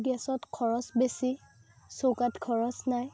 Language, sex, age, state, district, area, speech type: Assamese, female, 18-30, Assam, Biswanath, rural, spontaneous